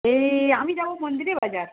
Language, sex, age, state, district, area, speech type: Bengali, female, 60+, West Bengal, Hooghly, rural, conversation